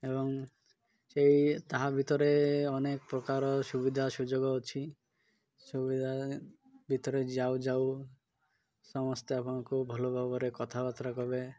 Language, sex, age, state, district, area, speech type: Odia, male, 30-45, Odisha, Malkangiri, urban, spontaneous